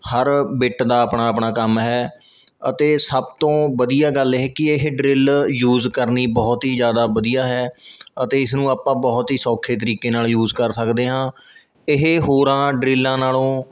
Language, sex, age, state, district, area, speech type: Punjabi, male, 18-30, Punjab, Mohali, rural, spontaneous